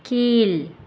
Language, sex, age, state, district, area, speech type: Tamil, female, 18-30, Tamil Nadu, Madurai, urban, read